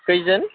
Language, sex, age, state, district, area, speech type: Bodo, male, 30-45, Assam, Udalguri, rural, conversation